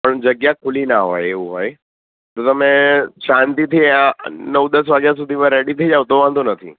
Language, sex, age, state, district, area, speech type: Gujarati, male, 30-45, Gujarat, Narmada, urban, conversation